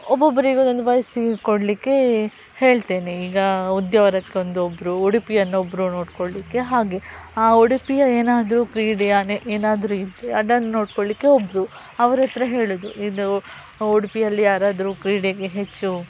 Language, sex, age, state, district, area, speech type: Kannada, female, 30-45, Karnataka, Udupi, rural, spontaneous